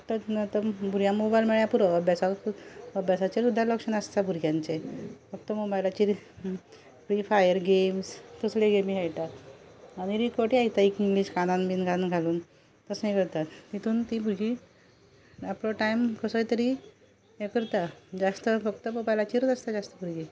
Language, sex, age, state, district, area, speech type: Goan Konkani, female, 45-60, Goa, Ponda, rural, spontaneous